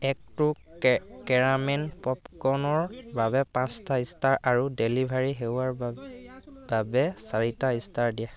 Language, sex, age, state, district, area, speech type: Assamese, male, 45-60, Assam, Dhemaji, rural, read